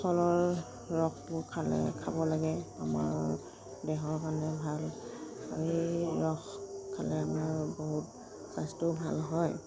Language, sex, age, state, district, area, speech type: Assamese, female, 30-45, Assam, Kamrup Metropolitan, urban, spontaneous